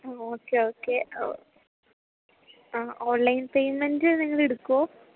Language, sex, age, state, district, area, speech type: Malayalam, female, 18-30, Kerala, Idukki, rural, conversation